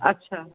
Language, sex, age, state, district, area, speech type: Urdu, female, 45-60, Uttar Pradesh, Rampur, urban, conversation